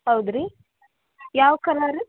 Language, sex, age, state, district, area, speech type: Kannada, female, 18-30, Karnataka, Gadag, urban, conversation